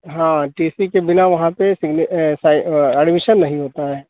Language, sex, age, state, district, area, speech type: Hindi, male, 45-60, Uttar Pradesh, Sitapur, rural, conversation